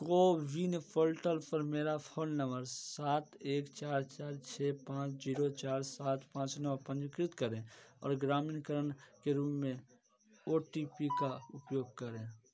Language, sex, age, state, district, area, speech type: Hindi, male, 18-30, Bihar, Darbhanga, rural, read